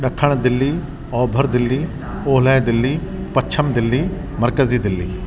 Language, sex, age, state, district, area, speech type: Sindhi, male, 60+, Delhi, South Delhi, urban, spontaneous